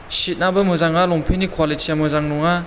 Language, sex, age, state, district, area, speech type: Bodo, female, 18-30, Assam, Chirang, rural, spontaneous